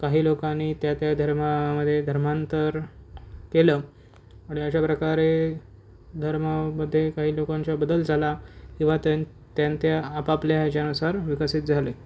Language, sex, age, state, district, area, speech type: Marathi, male, 18-30, Maharashtra, Pune, urban, spontaneous